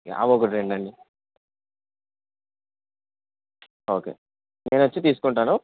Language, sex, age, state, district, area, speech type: Telugu, male, 18-30, Andhra Pradesh, Anantapur, urban, conversation